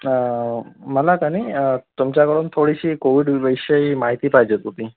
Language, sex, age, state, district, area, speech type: Marathi, male, 18-30, Maharashtra, Akola, urban, conversation